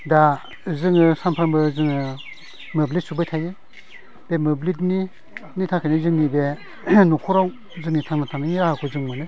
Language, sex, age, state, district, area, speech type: Bodo, male, 45-60, Assam, Udalguri, rural, spontaneous